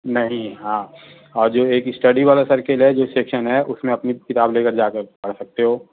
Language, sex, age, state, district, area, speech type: Urdu, male, 30-45, Uttar Pradesh, Azamgarh, rural, conversation